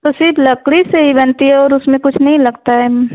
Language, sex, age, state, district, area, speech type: Hindi, female, 45-60, Uttar Pradesh, Ayodhya, rural, conversation